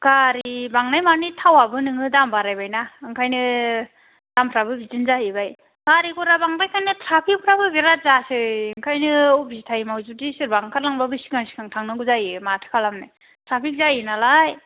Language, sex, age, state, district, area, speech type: Bodo, female, 18-30, Assam, Kokrajhar, rural, conversation